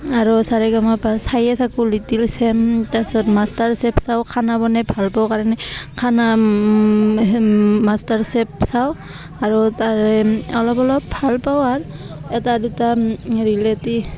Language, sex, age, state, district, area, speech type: Assamese, female, 18-30, Assam, Barpeta, rural, spontaneous